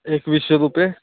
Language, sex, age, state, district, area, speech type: Marathi, male, 30-45, Maharashtra, Wardha, rural, conversation